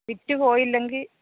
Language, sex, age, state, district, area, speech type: Malayalam, female, 60+, Kerala, Alappuzha, rural, conversation